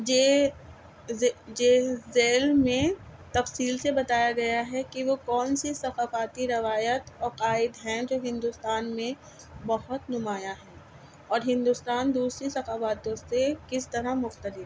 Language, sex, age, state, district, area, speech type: Urdu, female, 45-60, Delhi, South Delhi, urban, spontaneous